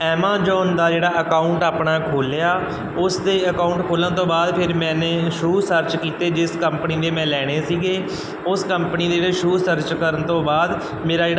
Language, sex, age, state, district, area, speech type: Punjabi, male, 30-45, Punjab, Barnala, rural, spontaneous